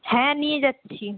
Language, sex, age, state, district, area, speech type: Bengali, female, 18-30, West Bengal, Malda, urban, conversation